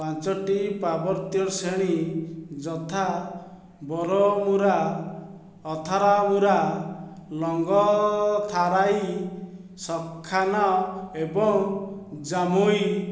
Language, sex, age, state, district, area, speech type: Odia, male, 45-60, Odisha, Khordha, rural, read